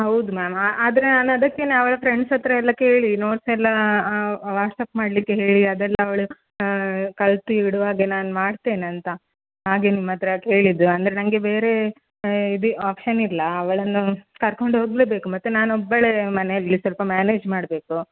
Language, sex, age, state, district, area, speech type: Kannada, female, 30-45, Karnataka, Udupi, rural, conversation